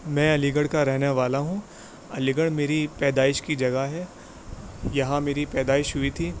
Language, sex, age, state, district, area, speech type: Urdu, male, 18-30, Uttar Pradesh, Aligarh, urban, spontaneous